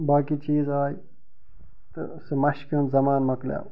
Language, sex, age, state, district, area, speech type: Kashmiri, male, 30-45, Jammu and Kashmir, Bandipora, rural, spontaneous